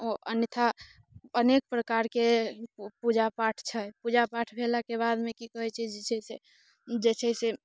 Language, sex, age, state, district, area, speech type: Maithili, female, 18-30, Bihar, Muzaffarpur, urban, spontaneous